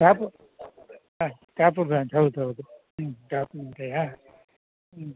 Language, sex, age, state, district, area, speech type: Kannada, male, 60+, Karnataka, Udupi, rural, conversation